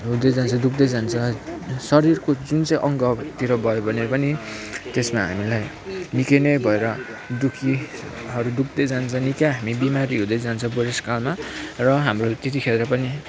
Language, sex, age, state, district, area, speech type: Nepali, male, 18-30, West Bengal, Kalimpong, rural, spontaneous